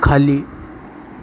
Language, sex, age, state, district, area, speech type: Marathi, male, 18-30, Maharashtra, Sindhudurg, rural, read